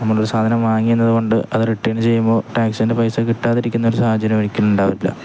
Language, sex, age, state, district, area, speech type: Malayalam, male, 18-30, Kerala, Kozhikode, rural, spontaneous